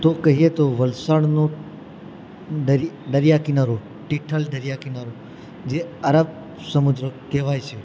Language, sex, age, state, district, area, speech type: Gujarati, male, 30-45, Gujarat, Valsad, rural, spontaneous